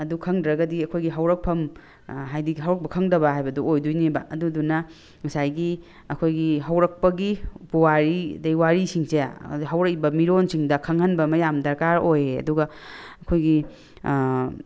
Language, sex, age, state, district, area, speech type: Manipuri, female, 45-60, Manipur, Tengnoupal, rural, spontaneous